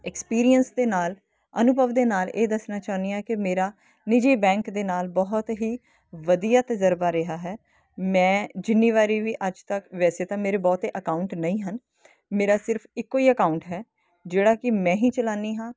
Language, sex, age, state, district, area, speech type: Punjabi, female, 30-45, Punjab, Kapurthala, urban, spontaneous